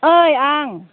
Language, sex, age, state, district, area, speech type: Bodo, female, 45-60, Assam, Udalguri, rural, conversation